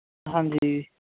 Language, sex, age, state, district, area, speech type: Punjabi, male, 18-30, Punjab, Mohali, urban, conversation